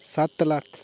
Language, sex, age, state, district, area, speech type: Dogri, male, 18-30, Jammu and Kashmir, Udhampur, rural, spontaneous